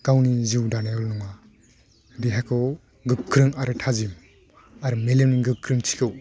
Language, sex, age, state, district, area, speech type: Bodo, male, 18-30, Assam, Udalguri, rural, spontaneous